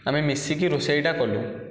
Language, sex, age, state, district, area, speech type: Odia, male, 18-30, Odisha, Nayagarh, rural, spontaneous